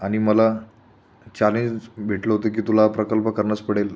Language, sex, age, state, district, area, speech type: Marathi, male, 18-30, Maharashtra, Buldhana, rural, spontaneous